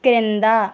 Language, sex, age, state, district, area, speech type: Telugu, female, 30-45, Andhra Pradesh, East Godavari, rural, read